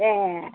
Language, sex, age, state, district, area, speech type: Bodo, female, 60+, Assam, Kokrajhar, rural, conversation